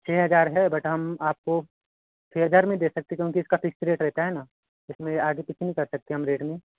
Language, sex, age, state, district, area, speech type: Hindi, male, 30-45, Madhya Pradesh, Balaghat, rural, conversation